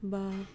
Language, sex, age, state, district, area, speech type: Bengali, female, 30-45, West Bengal, Paschim Bardhaman, urban, spontaneous